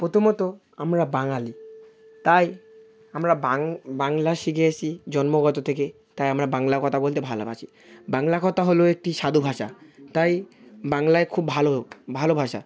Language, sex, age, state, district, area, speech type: Bengali, male, 18-30, West Bengal, South 24 Parganas, rural, spontaneous